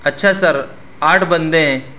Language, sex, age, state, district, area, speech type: Urdu, male, 30-45, Uttar Pradesh, Saharanpur, urban, spontaneous